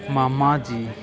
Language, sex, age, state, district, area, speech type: Punjabi, male, 30-45, Punjab, Pathankot, rural, spontaneous